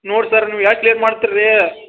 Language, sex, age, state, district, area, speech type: Kannada, male, 30-45, Karnataka, Belgaum, rural, conversation